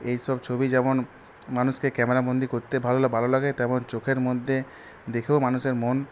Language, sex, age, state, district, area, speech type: Bengali, male, 45-60, West Bengal, Purulia, urban, spontaneous